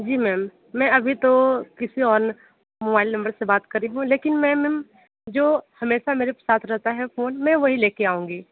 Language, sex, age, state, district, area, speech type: Hindi, female, 18-30, Uttar Pradesh, Sonbhadra, rural, conversation